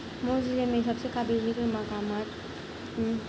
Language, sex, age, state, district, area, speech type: Urdu, other, 18-30, Uttar Pradesh, Mau, urban, spontaneous